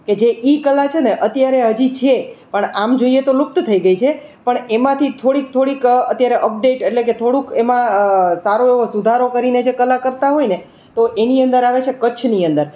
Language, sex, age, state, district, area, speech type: Gujarati, female, 30-45, Gujarat, Rajkot, urban, spontaneous